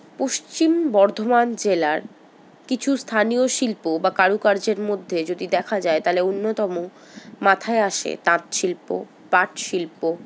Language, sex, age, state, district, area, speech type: Bengali, female, 60+, West Bengal, Paschim Bardhaman, urban, spontaneous